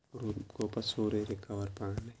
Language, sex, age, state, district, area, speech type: Kashmiri, male, 30-45, Jammu and Kashmir, Kulgam, rural, spontaneous